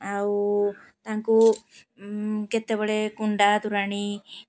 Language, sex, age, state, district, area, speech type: Odia, female, 30-45, Odisha, Jagatsinghpur, rural, spontaneous